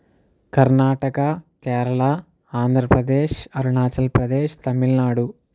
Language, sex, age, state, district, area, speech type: Telugu, male, 45-60, Andhra Pradesh, Kakinada, rural, spontaneous